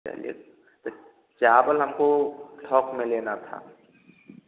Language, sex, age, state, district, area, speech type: Hindi, male, 30-45, Bihar, Vaishali, rural, conversation